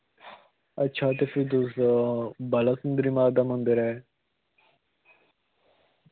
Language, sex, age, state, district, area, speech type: Dogri, male, 18-30, Jammu and Kashmir, Kathua, rural, conversation